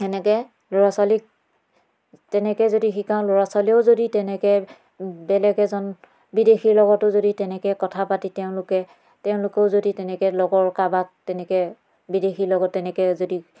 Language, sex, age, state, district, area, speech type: Assamese, female, 30-45, Assam, Biswanath, rural, spontaneous